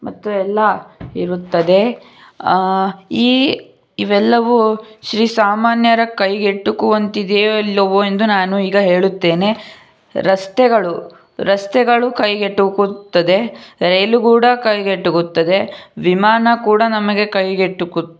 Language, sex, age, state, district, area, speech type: Kannada, male, 18-30, Karnataka, Shimoga, rural, spontaneous